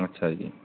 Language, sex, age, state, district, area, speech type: Punjabi, male, 30-45, Punjab, Muktsar, urban, conversation